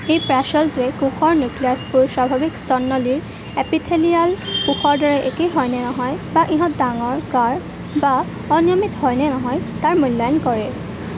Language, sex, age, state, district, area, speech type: Assamese, female, 18-30, Assam, Kamrup Metropolitan, rural, read